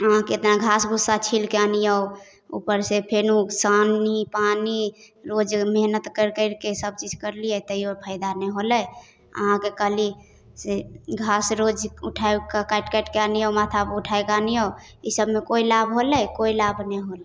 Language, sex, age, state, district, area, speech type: Maithili, female, 18-30, Bihar, Samastipur, rural, spontaneous